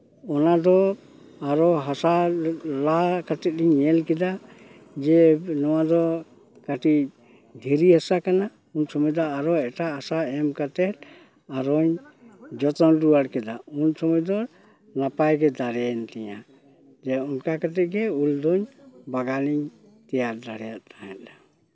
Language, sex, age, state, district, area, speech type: Santali, male, 60+, West Bengal, Purulia, rural, spontaneous